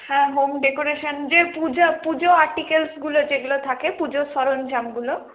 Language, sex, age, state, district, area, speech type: Bengali, female, 18-30, West Bengal, Purulia, rural, conversation